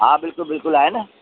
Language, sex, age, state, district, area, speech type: Sindhi, male, 30-45, Maharashtra, Thane, urban, conversation